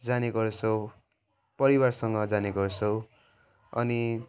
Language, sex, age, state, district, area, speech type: Nepali, male, 18-30, West Bengal, Jalpaiguri, rural, spontaneous